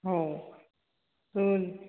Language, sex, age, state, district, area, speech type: Odia, female, 45-60, Odisha, Sambalpur, rural, conversation